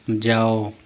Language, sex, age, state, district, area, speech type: Hindi, male, 30-45, Uttar Pradesh, Ghazipur, rural, read